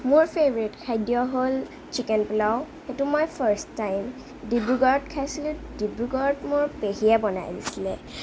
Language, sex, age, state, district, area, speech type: Assamese, female, 18-30, Assam, Kamrup Metropolitan, urban, spontaneous